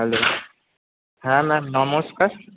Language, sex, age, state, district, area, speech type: Bengali, male, 18-30, West Bengal, Purba Bardhaman, urban, conversation